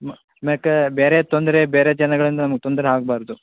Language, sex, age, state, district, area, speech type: Kannada, male, 18-30, Karnataka, Koppal, rural, conversation